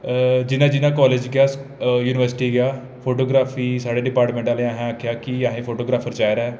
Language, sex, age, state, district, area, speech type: Dogri, male, 18-30, Jammu and Kashmir, Jammu, rural, spontaneous